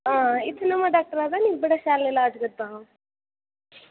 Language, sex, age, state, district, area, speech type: Dogri, female, 18-30, Jammu and Kashmir, Kathua, rural, conversation